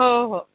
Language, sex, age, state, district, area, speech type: Marathi, female, 30-45, Maharashtra, Nagpur, urban, conversation